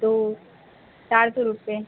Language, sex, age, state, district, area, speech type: Hindi, female, 18-30, Madhya Pradesh, Harda, urban, conversation